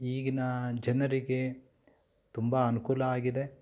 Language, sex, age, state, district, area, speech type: Kannada, male, 45-60, Karnataka, Kolar, urban, spontaneous